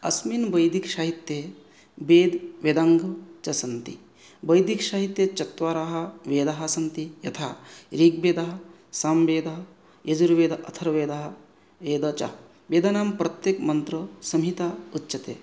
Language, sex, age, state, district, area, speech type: Sanskrit, male, 30-45, West Bengal, North 24 Parganas, rural, spontaneous